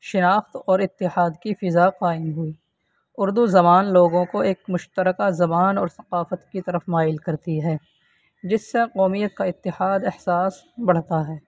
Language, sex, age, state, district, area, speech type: Urdu, male, 18-30, Uttar Pradesh, Saharanpur, urban, spontaneous